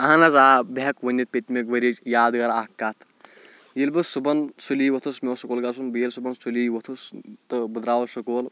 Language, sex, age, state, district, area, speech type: Kashmiri, male, 18-30, Jammu and Kashmir, Shopian, rural, spontaneous